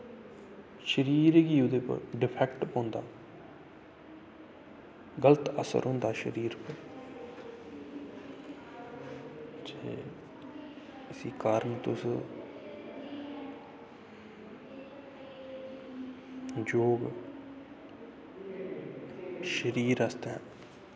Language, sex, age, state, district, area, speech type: Dogri, male, 30-45, Jammu and Kashmir, Kathua, rural, spontaneous